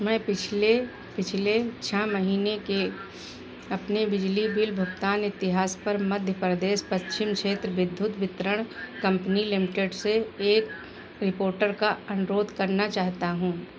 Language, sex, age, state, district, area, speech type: Hindi, female, 60+, Uttar Pradesh, Sitapur, rural, read